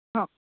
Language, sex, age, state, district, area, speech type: Marathi, female, 60+, Maharashtra, Nagpur, urban, conversation